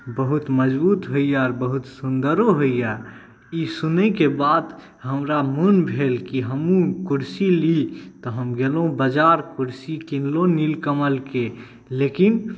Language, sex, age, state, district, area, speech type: Maithili, male, 18-30, Bihar, Saharsa, rural, spontaneous